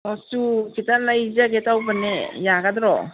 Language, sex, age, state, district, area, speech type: Manipuri, female, 60+, Manipur, Kangpokpi, urban, conversation